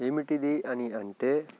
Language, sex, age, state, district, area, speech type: Telugu, male, 18-30, Telangana, Nalgonda, rural, spontaneous